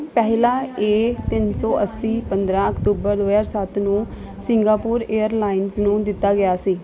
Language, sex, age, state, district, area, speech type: Punjabi, female, 30-45, Punjab, Gurdaspur, urban, read